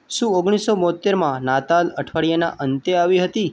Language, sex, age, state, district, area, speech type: Gujarati, male, 18-30, Gujarat, Morbi, urban, read